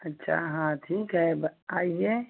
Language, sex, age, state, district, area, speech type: Hindi, female, 45-60, Uttar Pradesh, Ghazipur, rural, conversation